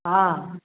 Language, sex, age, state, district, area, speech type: Maithili, female, 60+, Bihar, Madhubani, urban, conversation